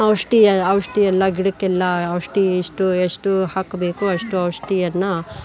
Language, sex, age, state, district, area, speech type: Kannada, female, 45-60, Karnataka, Bangalore Urban, rural, spontaneous